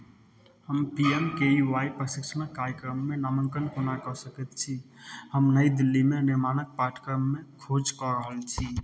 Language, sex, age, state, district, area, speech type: Maithili, male, 30-45, Bihar, Madhubani, rural, read